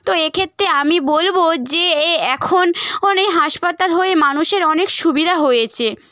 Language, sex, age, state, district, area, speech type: Bengali, female, 18-30, West Bengal, Purba Medinipur, rural, spontaneous